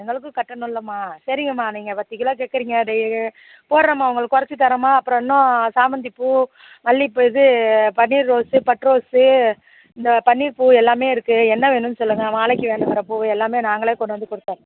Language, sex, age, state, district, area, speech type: Tamil, female, 60+, Tamil Nadu, Mayiladuthurai, urban, conversation